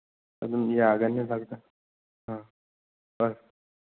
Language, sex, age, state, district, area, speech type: Manipuri, male, 45-60, Manipur, Churachandpur, rural, conversation